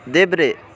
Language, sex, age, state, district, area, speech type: Nepali, male, 18-30, West Bengal, Kalimpong, rural, read